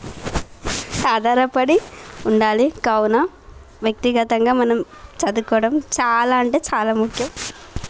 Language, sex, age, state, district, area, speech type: Telugu, female, 18-30, Telangana, Bhadradri Kothagudem, rural, spontaneous